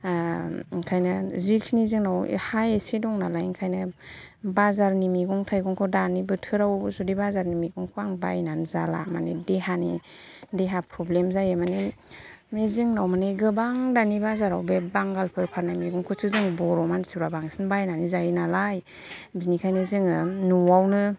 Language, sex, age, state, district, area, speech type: Bodo, female, 30-45, Assam, Kokrajhar, urban, spontaneous